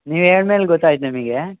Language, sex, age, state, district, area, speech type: Kannada, male, 18-30, Karnataka, Shimoga, rural, conversation